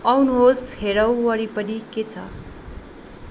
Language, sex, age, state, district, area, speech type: Nepali, female, 18-30, West Bengal, Darjeeling, rural, read